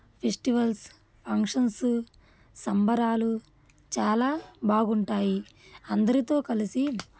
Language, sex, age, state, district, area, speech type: Telugu, female, 30-45, Andhra Pradesh, Krishna, rural, spontaneous